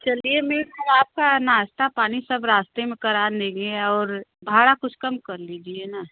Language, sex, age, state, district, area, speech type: Hindi, female, 30-45, Uttar Pradesh, Prayagraj, rural, conversation